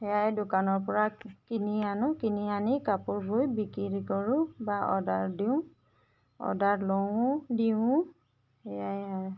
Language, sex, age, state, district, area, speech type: Assamese, female, 30-45, Assam, Golaghat, urban, spontaneous